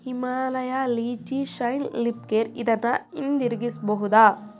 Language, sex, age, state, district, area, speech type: Kannada, female, 18-30, Karnataka, Tumkur, rural, read